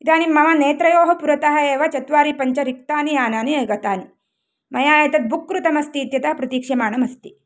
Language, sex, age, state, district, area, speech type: Sanskrit, female, 30-45, Karnataka, Uttara Kannada, urban, spontaneous